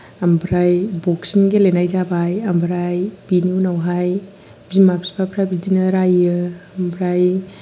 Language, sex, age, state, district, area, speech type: Bodo, female, 18-30, Assam, Kokrajhar, urban, spontaneous